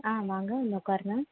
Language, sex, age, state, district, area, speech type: Tamil, female, 18-30, Tamil Nadu, Tiruvallur, urban, conversation